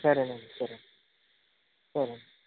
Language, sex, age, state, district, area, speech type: Telugu, male, 18-30, Andhra Pradesh, Konaseema, rural, conversation